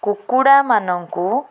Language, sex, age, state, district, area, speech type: Odia, female, 45-60, Odisha, Cuttack, urban, spontaneous